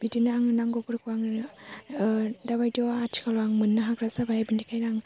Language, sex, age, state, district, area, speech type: Bodo, female, 18-30, Assam, Baksa, rural, spontaneous